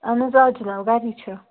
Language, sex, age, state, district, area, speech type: Kashmiri, female, 18-30, Jammu and Kashmir, Budgam, rural, conversation